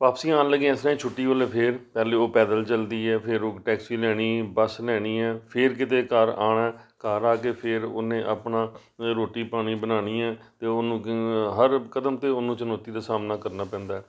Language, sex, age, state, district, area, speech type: Punjabi, male, 45-60, Punjab, Amritsar, urban, spontaneous